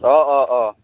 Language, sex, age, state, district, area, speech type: Assamese, male, 18-30, Assam, Udalguri, urban, conversation